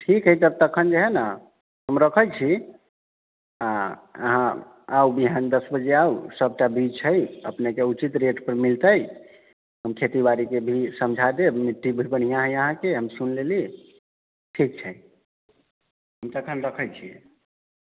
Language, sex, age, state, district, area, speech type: Maithili, male, 45-60, Bihar, Sitamarhi, rural, conversation